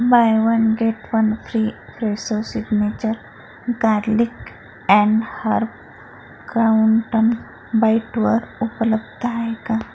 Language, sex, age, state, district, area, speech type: Marathi, female, 45-60, Maharashtra, Akola, urban, read